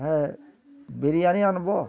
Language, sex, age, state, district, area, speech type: Odia, male, 60+, Odisha, Bargarh, urban, spontaneous